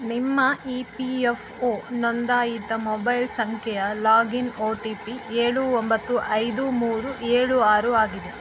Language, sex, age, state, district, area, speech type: Kannada, female, 30-45, Karnataka, Udupi, rural, read